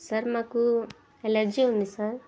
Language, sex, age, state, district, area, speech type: Telugu, female, 45-60, Andhra Pradesh, Kurnool, rural, spontaneous